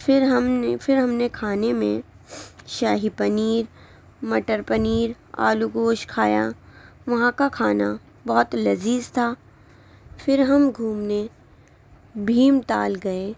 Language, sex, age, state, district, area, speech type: Urdu, female, 18-30, Delhi, Central Delhi, urban, spontaneous